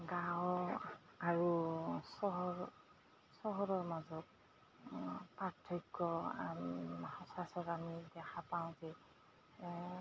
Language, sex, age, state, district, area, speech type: Assamese, female, 45-60, Assam, Goalpara, urban, spontaneous